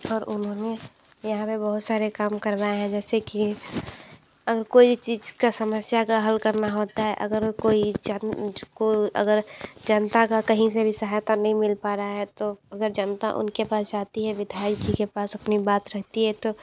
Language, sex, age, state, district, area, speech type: Hindi, female, 18-30, Uttar Pradesh, Sonbhadra, rural, spontaneous